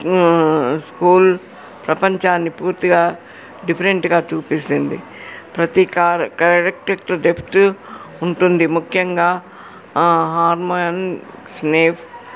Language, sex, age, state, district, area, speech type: Telugu, female, 60+, Telangana, Hyderabad, urban, spontaneous